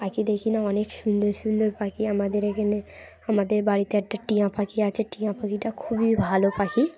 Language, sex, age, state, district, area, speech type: Bengali, female, 18-30, West Bengal, Dakshin Dinajpur, urban, spontaneous